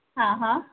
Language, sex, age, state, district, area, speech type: Marathi, female, 18-30, Maharashtra, Thane, rural, conversation